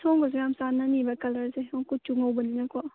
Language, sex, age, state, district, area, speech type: Manipuri, female, 30-45, Manipur, Kangpokpi, rural, conversation